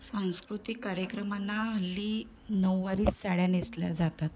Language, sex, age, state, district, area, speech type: Marathi, female, 45-60, Maharashtra, Ratnagiri, urban, spontaneous